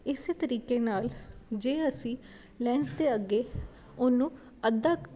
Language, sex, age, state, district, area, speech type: Punjabi, female, 18-30, Punjab, Ludhiana, urban, spontaneous